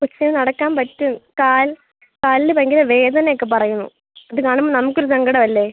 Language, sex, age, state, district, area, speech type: Malayalam, female, 18-30, Kerala, Kottayam, rural, conversation